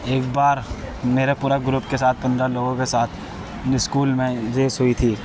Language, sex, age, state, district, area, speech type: Urdu, male, 18-30, Uttar Pradesh, Gautam Buddha Nagar, rural, spontaneous